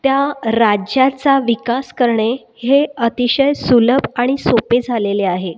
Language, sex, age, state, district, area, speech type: Marathi, female, 30-45, Maharashtra, Buldhana, urban, spontaneous